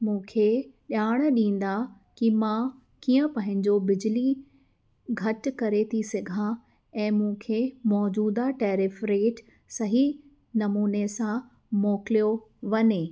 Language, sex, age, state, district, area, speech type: Sindhi, female, 30-45, Uttar Pradesh, Lucknow, urban, spontaneous